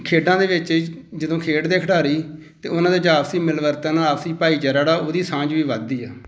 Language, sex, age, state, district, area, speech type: Punjabi, male, 45-60, Punjab, Tarn Taran, rural, spontaneous